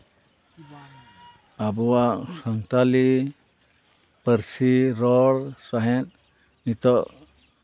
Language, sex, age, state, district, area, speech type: Santali, male, 60+, West Bengal, Purba Bardhaman, rural, spontaneous